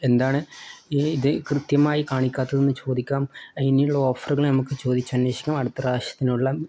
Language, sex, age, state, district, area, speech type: Malayalam, male, 18-30, Kerala, Kozhikode, rural, spontaneous